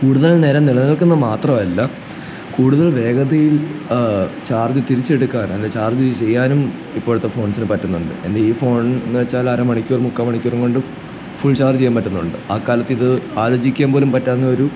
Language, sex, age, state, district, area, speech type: Malayalam, male, 18-30, Kerala, Kottayam, rural, spontaneous